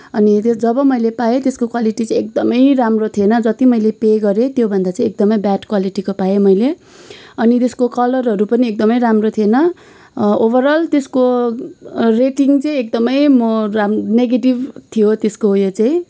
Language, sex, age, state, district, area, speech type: Nepali, female, 18-30, West Bengal, Kalimpong, rural, spontaneous